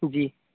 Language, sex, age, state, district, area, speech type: Urdu, male, 18-30, Uttar Pradesh, Aligarh, urban, conversation